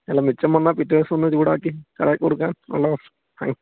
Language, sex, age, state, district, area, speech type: Malayalam, male, 30-45, Kerala, Idukki, rural, conversation